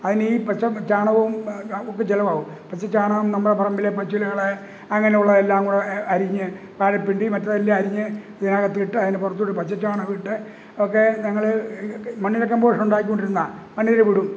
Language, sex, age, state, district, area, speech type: Malayalam, male, 60+, Kerala, Kottayam, rural, spontaneous